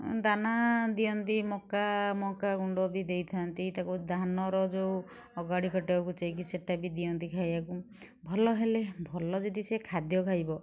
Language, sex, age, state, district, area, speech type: Odia, female, 60+, Odisha, Kendujhar, urban, spontaneous